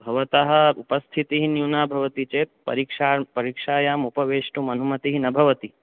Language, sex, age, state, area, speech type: Sanskrit, male, 18-30, Chhattisgarh, rural, conversation